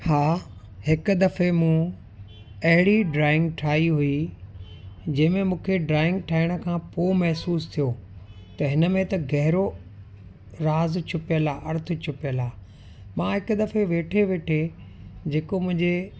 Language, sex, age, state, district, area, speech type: Sindhi, male, 45-60, Gujarat, Kutch, urban, spontaneous